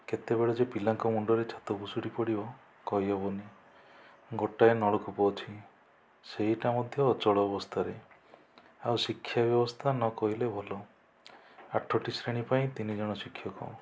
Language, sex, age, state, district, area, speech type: Odia, male, 45-60, Odisha, Kandhamal, rural, spontaneous